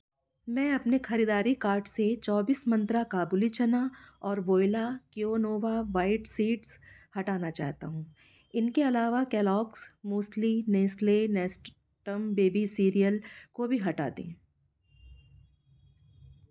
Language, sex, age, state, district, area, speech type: Hindi, female, 45-60, Madhya Pradesh, Jabalpur, urban, read